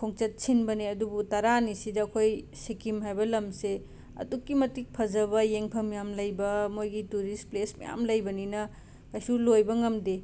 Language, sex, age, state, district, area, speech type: Manipuri, female, 30-45, Manipur, Imphal West, urban, spontaneous